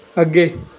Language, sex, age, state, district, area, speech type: Punjabi, male, 18-30, Punjab, Fatehgarh Sahib, rural, read